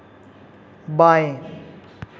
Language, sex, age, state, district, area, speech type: Hindi, male, 18-30, Madhya Pradesh, Hoshangabad, urban, read